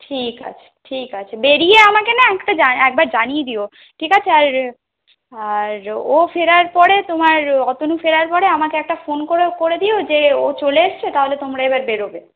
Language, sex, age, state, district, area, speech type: Bengali, other, 45-60, West Bengal, Purulia, rural, conversation